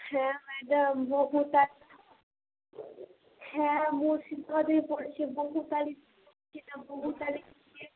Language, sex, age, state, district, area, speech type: Bengali, female, 18-30, West Bengal, Murshidabad, rural, conversation